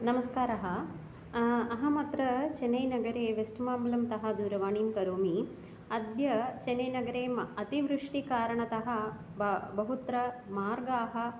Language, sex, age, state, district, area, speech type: Sanskrit, female, 30-45, Kerala, Ernakulam, urban, spontaneous